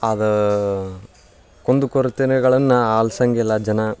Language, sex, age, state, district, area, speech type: Kannada, male, 18-30, Karnataka, Dharwad, rural, spontaneous